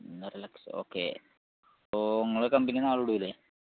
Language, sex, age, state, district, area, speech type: Malayalam, male, 18-30, Kerala, Malappuram, urban, conversation